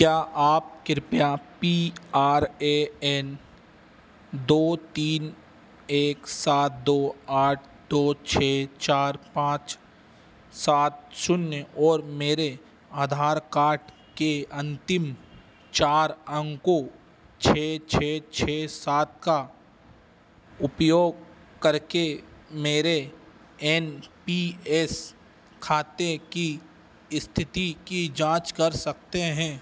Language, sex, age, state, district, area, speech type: Hindi, male, 30-45, Madhya Pradesh, Harda, urban, read